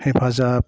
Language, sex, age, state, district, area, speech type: Bodo, male, 60+, Assam, Chirang, rural, read